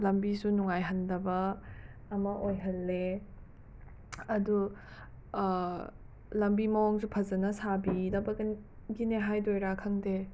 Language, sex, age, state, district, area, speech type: Manipuri, other, 45-60, Manipur, Imphal West, urban, spontaneous